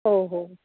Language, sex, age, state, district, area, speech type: Marathi, female, 18-30, Maharashtra, Gondia, rural, conversation